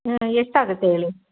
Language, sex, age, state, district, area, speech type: Kannada, female, 45-60, Karnataka, Chitradurga, rural, conversation